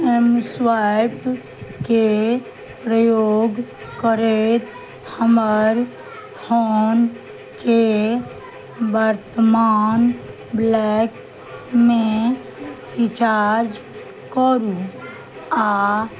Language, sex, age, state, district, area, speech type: Maithili, female, 60+, Bihar, Madhubani, rural, read